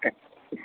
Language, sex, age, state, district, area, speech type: Kannada, male, 18-30, Karnataka, Bangalore Urban, urban, conversation